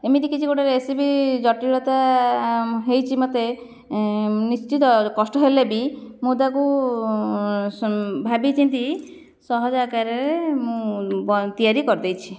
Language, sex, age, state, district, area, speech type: Odia, female, 30-45, Odisha, Jajpur, rural, spontaneous